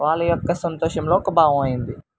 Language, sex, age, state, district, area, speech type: Telugu, male, 18-30, Andhra Pradesh, Eluru, urban, spontaneous